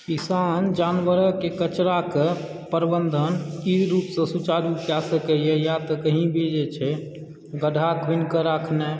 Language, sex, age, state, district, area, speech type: Maithili, male, 18-30, Bihar, Supaul, rural, spontaneous